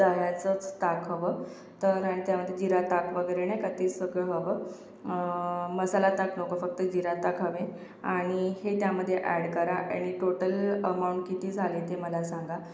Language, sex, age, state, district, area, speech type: Marathi, female, 18-30, Maharashtra, Akola, urban, spontaneous